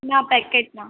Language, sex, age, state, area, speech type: Gujarati, female, 18-30, Gujarat, urban, conversation